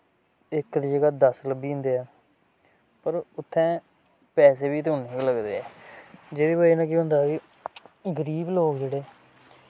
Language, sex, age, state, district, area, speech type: Dogri, male, 18-30, Jammu and Kashmir, Samba, rural, spontaneous